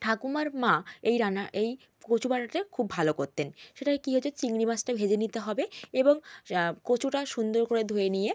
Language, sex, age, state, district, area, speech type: Bengali, female, 18-30, West Bengal, Jalpaiguri, rural, spontaneous